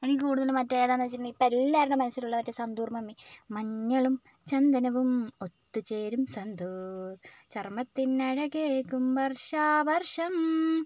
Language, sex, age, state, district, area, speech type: Malayalam, female, 18-30, Kerala, Wayanad, rural, spontaneous